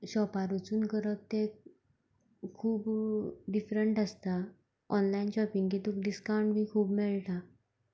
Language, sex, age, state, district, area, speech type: Goan Konkani, female, 18-30, Goa, Canacona, rural, spontaneous